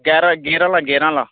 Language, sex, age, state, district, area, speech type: Dogri, male, 30-45, Jammu and Kashmir, Udhampur, urban, conversation